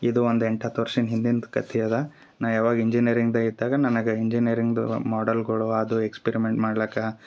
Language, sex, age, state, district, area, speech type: Kannada, male, 30-45, Karnataka, Gulbarga, rural, spontaneous